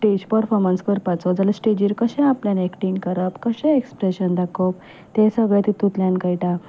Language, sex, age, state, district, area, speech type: Goan Konkani, female, 30-45, Goa, Ponda, rural, spontaneous